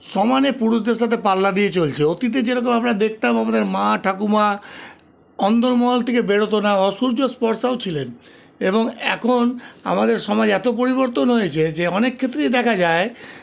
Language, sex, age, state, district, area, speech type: Bengali, male, 60+, West Bengal, Paschim Bardhaman, urban, spontaneous